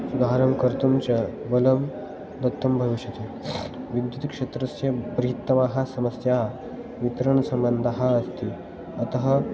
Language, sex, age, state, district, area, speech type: Sanskrit, male, 18-30, Maharashtra, Osmanabad, rural, spontaneous